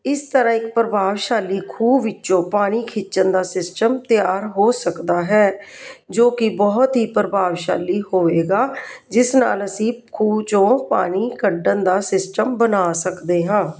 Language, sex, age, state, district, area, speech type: Punjabi, female, 45-60, Punjab, Jalandhar, urban, spontaneous